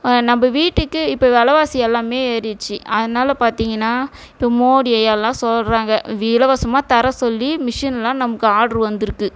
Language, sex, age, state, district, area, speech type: Tamil, female, 45-60, Tamil Nadu, Tiruvannamalai, rural, spontaneous